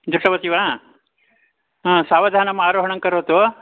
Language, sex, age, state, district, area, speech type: Sanskrit, male, 60+, Karnataka, Mandya, rural, conversation